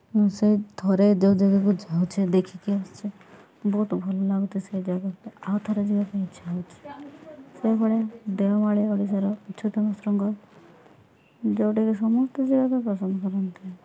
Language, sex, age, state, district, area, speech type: Odia, female, 18-30, Odisha, Nabarangpur, urban, spontaneous